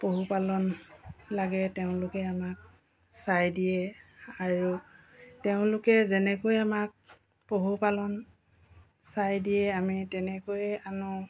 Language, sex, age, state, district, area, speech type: Assamese, female, 45-60, Assam, Golaghat, rural, spontaneous